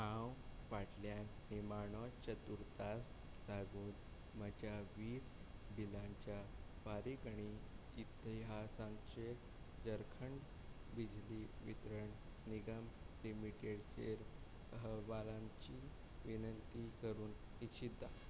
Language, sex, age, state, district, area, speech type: Goan Konkani, male, 18-30, Goa, Salcete, rural, read